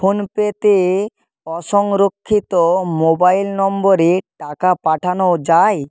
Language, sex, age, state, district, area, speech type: Bengali, male, 30-45, West Bengal, Nadia, rural, read